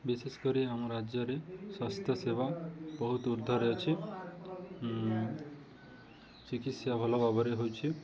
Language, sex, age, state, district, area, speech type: Odia, male, 30-45, Odisha, Nuapada, urban, spontaneous